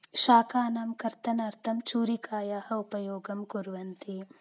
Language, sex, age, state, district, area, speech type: Sanskrit, female, 18-30, Karnataka, Uttara Kannada, rural, spontaneous